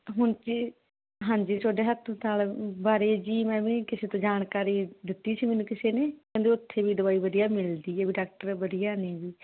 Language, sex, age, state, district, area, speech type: Punjabi, female, 18-30, Punjab, Mansa, urban, conversation